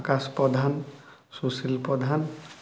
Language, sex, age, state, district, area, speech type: Odia, male, 30-45, Odisha, Kalahandi, rural, spontaneous